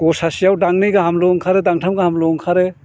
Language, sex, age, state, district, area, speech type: Bodo, male, 60+, Assam, Chirang, rural, spontaneous